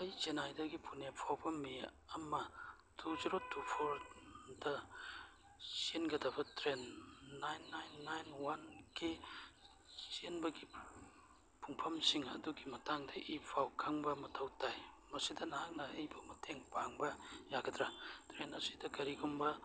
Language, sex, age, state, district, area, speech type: Manipuri, male, 30-45, Manipur, Churachandpur, rural, read